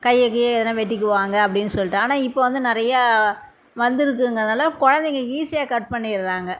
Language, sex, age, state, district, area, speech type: Tamil, female, 60+, Tamil Nadu, Salem, rural, spontaneous